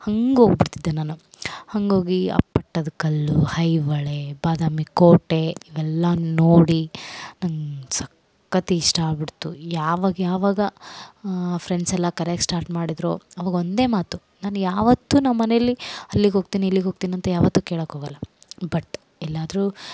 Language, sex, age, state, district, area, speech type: Kannada, female, 18-30, Karnataka, Vijayanagara, rural, spontaneous